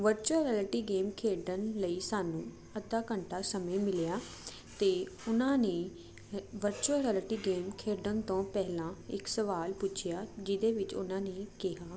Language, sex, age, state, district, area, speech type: Punjabi, female, 18-30, Punjab, Jalandhar, urban, spontaneous